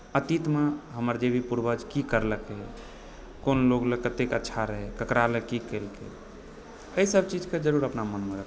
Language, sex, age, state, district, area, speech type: Maithili, male, 18-30, Bihar, Supaul, urban, spontaneous